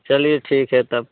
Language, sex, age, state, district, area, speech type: Hindi, male, 30-45, Uttar Pradesh, Mau, rural, conversation